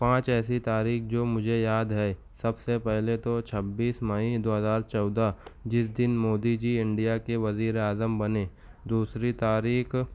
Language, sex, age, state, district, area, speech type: Urdu, male, 18-30, Maharashtra, Nashik, urban, spontaneous